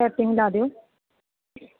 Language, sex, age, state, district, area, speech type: Punjabi, female, 18-30, Punjab, Rupnagar, rural, conversation